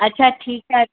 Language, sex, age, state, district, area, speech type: Sindhi, female, 18-30, Gujarat, Surat, urban, conversation